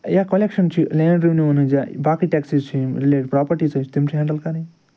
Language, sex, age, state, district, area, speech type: Kashmiri, male, 60+, Jammu and Kashmir, Ganderbal, urban, spontaneous